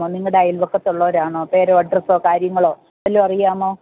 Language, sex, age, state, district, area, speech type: Malayalam, female, 60+, Kerala, Pathanamthitta, rural, conversation